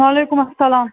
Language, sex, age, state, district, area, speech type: Kashmiri, female, 18-30, Jammu and Kashmir, Baramulla, rural, conversation